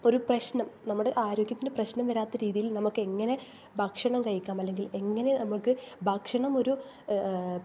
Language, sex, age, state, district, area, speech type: Malayalam, female, 18-30, Kerala, Thrissur, urban, spontaneous